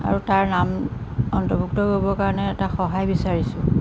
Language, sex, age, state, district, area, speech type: Assamese, female, 45-60, Assam, Jorhat, urban, spontaneous